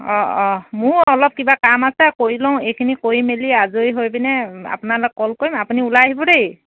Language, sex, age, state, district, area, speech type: Assamese, female, 30-45, Assam, Dhemaji, rural, conversation